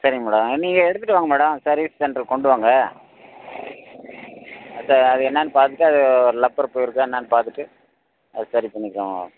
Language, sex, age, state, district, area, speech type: Tamil, male, 45-60, Tamil Nadu, Tenkasi, urban, conversation